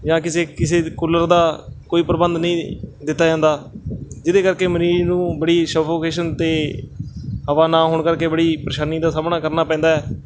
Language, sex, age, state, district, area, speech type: Punjabi, male, 30-45, Punjab, Mansa, urban, spontaneous